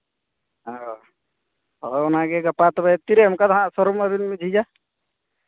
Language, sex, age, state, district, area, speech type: Santali, male, 18-30, Jharkhand, East Singhbhum, rural, conversation